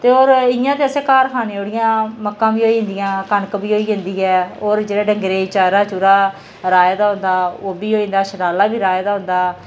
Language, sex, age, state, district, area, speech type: Dogri, female, 30-45, Jammu and Kashmir, Jammu, rural, spontaneous